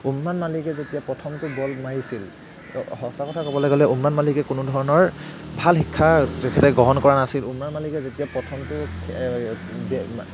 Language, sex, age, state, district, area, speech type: Assamese, male, 18-30, Assam, Kamrup Metropolitan, urban, spontaneous